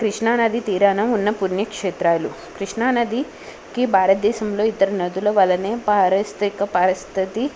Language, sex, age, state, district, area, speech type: Telugu, female, 18-30, Telangana, Hyderabad, urban, spontaneous